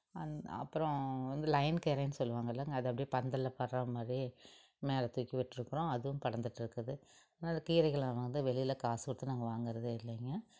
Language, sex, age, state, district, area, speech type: Tamil, female, 45-60, Tamil Nadu, Tiruppur, urban, spontaneous